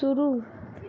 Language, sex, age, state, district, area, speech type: Hindi, female, 18-30, Uttar Pradesh, Ghazipur, rural, read